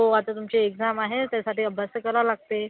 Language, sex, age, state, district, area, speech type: Marathi, female, 60+, Maharashtra, Yavatmal, rural, conversation